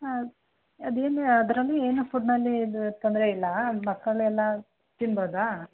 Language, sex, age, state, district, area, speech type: Kannada, female, 30-45, Karnataka, Mysore, rural, conversation